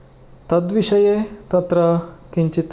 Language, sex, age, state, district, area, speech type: Sanskrit, male, 30-45, Karnataka, Uttara Kannada, rural, spontaneous